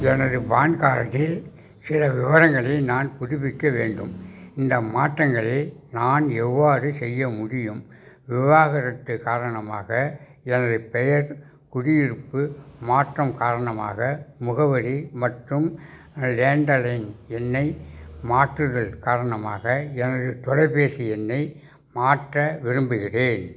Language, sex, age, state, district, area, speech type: Tamil, male, 60+, Tamil Nadu, Tiruvarur, rural, read